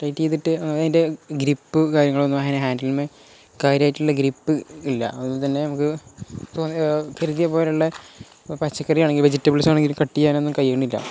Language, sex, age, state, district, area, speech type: Malayalam, male, 18-30, Kerala, Malappuram, rural, spontaneous